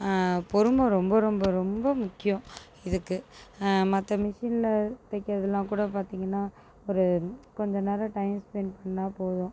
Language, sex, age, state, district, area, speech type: Tamil, female, 30-45, Tamil Nadu, Tiruchirappalli, rural, spontaneous